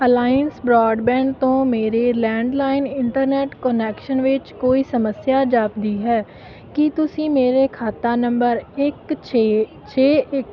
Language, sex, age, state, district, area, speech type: Punjabi, female, 18-30, Punjab, Ludhiana, rural, read